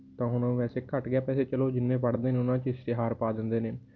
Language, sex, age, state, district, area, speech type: Punjabi, male, 18-30, Punjab, Patiala, rural, spontaneous